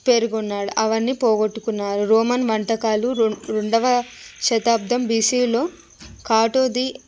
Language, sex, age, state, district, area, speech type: Telugu, female, 30-45, Telangana, Hyderabad, rural, spontaneous